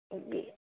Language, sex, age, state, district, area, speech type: Assamese, female, 60+, Assam, Goalpara, urban, conversation